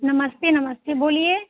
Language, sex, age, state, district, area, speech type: Hindi, female, 18-30, Bihar, Muzaffarpur, urban, conversation